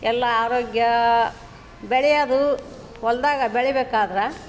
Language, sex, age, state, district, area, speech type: Kannada, female, 60+, Karnataka, Koppal, rural, spontaneous